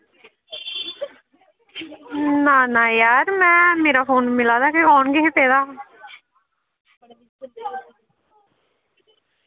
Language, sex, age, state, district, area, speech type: Dogri, female, 18-30, Jammu and Kashmir, Samba, rural, conversation